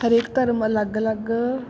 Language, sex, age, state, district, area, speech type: Punjabi, female, 18-30, Punjab, Fatehgarh Sahib, rural, spontaneous